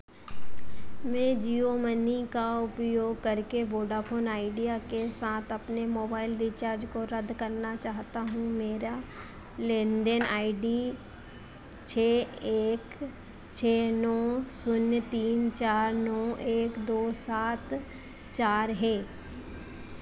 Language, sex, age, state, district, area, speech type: Hindi, female, 45-60, Madhya Pradesh, Harda, urban, read